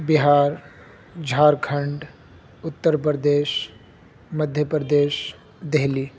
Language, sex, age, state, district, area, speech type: Urdu, male, 18-30, Uttar Pradesh, Saharanpur, urban, spontaneous